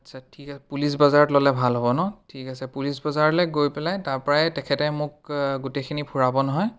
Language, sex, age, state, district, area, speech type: Assamese, male, 18-30, Assam, Biswanath, rural, spontaneous